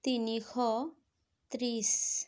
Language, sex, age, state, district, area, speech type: Assamese, female, 18-30, Assam, Sonitpur, rural, spontaneous